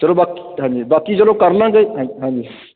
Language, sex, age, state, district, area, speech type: Punjabi, male, 45-60, Punjab, Fatehgarh Sahib, rural, conversation